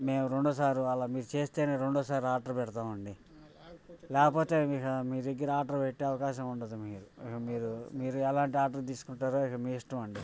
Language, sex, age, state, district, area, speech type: Telugu, male, 45-60, Andhra Pradesh, Bapatla, urban, spontaneous